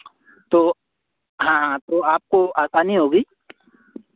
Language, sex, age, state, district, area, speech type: Hindi, male, 18-30, Madhya Pradesh, Seoni, urban, conversation